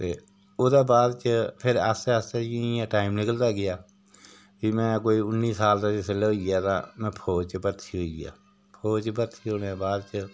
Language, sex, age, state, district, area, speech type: Dogri, male, 60+, Jammu and Kashmir, Udhampur, rural, spontaneous